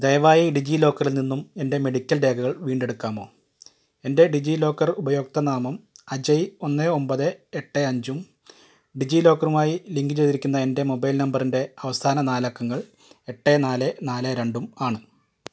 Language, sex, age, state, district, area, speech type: Malayalam, male, 30-45, Kerala, Malappuram, rural, read